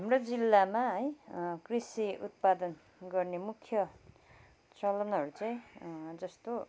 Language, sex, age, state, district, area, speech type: Nepali, female, 45-60, West Bengal, Kalimpong, rural, spontaneous